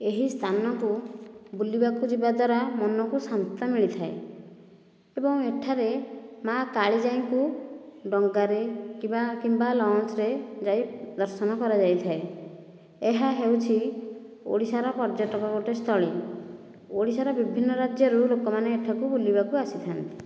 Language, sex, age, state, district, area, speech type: Odia, female, 45-60, Odisha, Nayagarh, rural, spontaneous